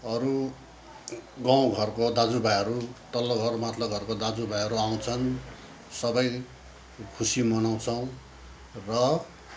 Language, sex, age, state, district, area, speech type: Nepali, male, 60+, West Bengal, Kalimpong, rural, spontaneous